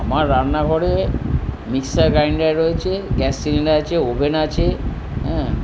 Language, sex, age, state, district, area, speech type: Bengali, male, 60+, West Bengal, Purba Bardhaman, urban, spontaneous